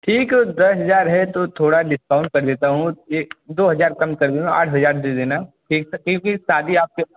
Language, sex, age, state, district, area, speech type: Hindi, male, 18-30, Uttar Pradesh, Jaunpur, urban, conversation